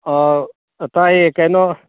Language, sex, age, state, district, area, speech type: Manipuri, male, 60+, Manipur, Churachandpur, urban, conversation